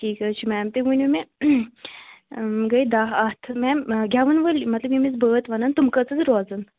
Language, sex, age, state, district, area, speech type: Kashmiri, female, 18-30, Jammu and Kashmir, Kupwara, rural, conversation